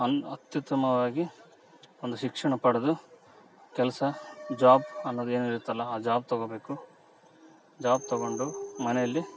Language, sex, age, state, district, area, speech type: Kannada, male, 30-45, Karnataka, Vijayanagara, rural, spontaneous